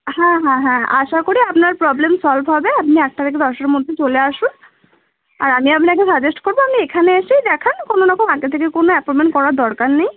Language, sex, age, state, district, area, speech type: Bengali, female, 18-30, West Bengal, Cooch Behar, urban, conversation